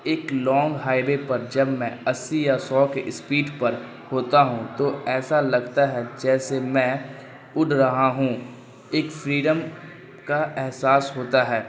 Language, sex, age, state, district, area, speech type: Urdu, male, 18-30, Bihar, Darbhanga, urban, spontaneous